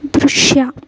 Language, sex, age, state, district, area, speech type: Kannada, female, 18-30, Karnataka, Davanagere, rural, read